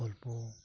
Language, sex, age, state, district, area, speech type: Santali, male, 18-30, West Bengal, Birbhum, rural, spontaneous